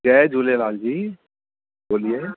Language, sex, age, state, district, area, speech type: Sindhi, male, 45-60, Delhi, South Delhi, urban, conversation